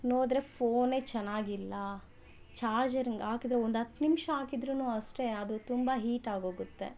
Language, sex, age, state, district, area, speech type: Kannada, female, 18-30, Karnataka, Bangalore Rural, rural, spontaneous